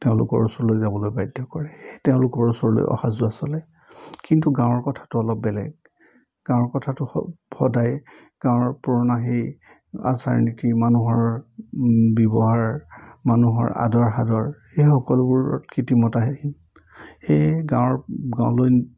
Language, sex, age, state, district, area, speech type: Assamese, male, 60+, Assam, Charaideo, urban, spontaneous